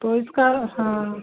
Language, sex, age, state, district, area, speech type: Hindi, female, 60+, Madhya Pradesh, Jabalpur, urban, conversation